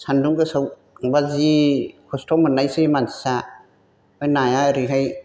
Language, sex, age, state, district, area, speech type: Bodo, female, 60+, Assam, Chirang, rural, spontaneous